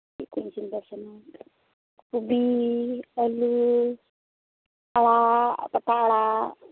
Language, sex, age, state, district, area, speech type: Santali, female, 18-30, West Bengal, Uttar Dinajpur, rural, conversation